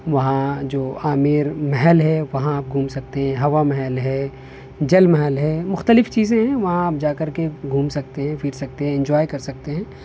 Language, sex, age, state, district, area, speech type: Urdu, male, 18-30, Delhi, North West Delhi, urban, spontaneous